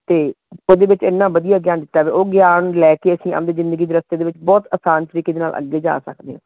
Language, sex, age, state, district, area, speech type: Punjabi, female, 45-60, Punjab, Muktsar, urban, conversation